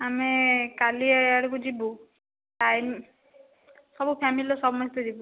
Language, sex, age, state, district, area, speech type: Odia, female, 18-30, Odisha, Jajpur, rural, conversation